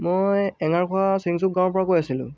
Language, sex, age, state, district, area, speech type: Assamese, male, 18-30, Assam, Lakhimpur, rural, spontaneous